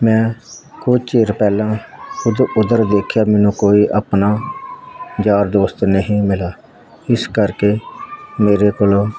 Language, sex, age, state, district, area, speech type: Punjabi, male, 60+, Punjab, Hoshiarpur, rural, spontaneous